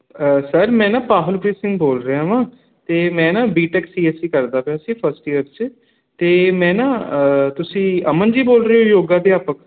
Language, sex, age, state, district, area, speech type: Punjabi, male, 18-30, Punjab, Kapurthala, urban, conversation